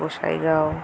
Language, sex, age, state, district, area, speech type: Bengali, female, 18-30, West Bengal, Alipurduar, rural, spontaneous